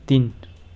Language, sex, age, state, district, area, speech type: Nepali, male, 30-45, West Bengal, Darjeeling, rural, read